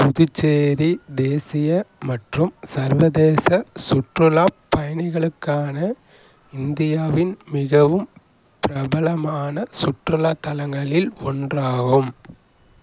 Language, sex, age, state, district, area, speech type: Tamil, male, 18-30, Tamil Nadu, Kallakurichi, rural, read